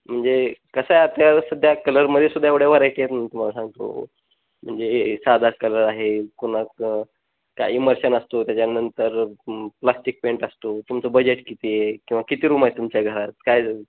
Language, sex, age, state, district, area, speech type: Marathi, male, 30-45, Maharashtra, Osmanabad, rural, conversation